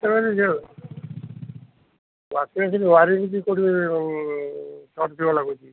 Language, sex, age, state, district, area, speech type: Odia, male, 60+, Odisha, Gajapati, rural, conversation